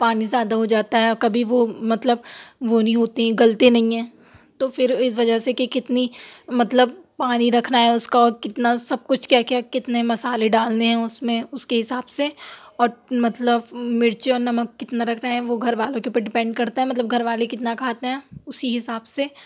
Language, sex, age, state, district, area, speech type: Urdu, female, 45-60, Uttar Pradesh, Aligarh, rural, spontaneous